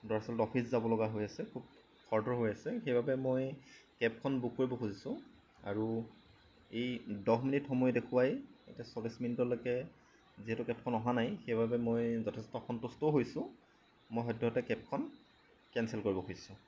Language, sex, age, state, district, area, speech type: Assamese, male, 30-45, Assam, Lakhimpur, rural, spontaneous